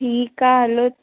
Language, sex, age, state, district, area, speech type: Sindhi, female, 18-30, Maharashtra, Thane, urban, conversation